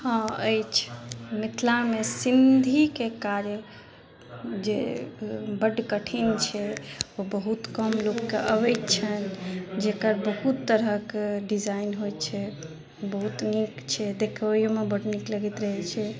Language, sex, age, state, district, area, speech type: Maithili, female, 45-60, Bihar, Madhubani, rural, spontaneous